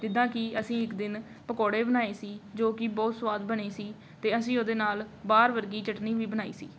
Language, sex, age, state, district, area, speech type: Punjabi, female, 18-30, Punjab, Amritsar, urban, spontaneous